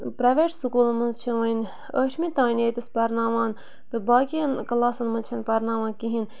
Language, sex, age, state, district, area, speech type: Kashmiri, female, 18-30, Jammu and Kashmir, Bandipora, rural, spontaneous